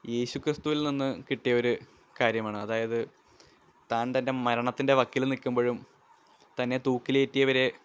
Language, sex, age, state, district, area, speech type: Malayalam, male, 18-30, Kerala, Thrissur, urban, spontaneous